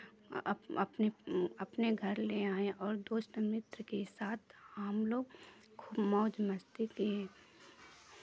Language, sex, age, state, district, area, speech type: Hindi, female, 30-45, Uttar Pradesh, Chandauli, urban, spontaneous